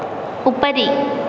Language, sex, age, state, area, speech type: Sanskrit, female, 18-30, Assam, rural, read